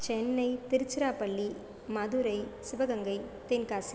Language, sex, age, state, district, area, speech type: Tamil, female, 30-45, Tamil Nadu, Sivaganga, rural, spontaneous